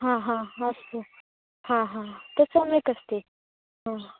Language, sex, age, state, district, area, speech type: Sanskrit, female, 18-30, Karnataka, Uttara Kannada, rural, conversation